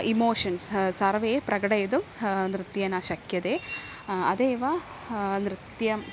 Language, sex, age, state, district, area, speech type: Sanskrit, female, 18-30, Kerala, Thrissur, urban, spontaneous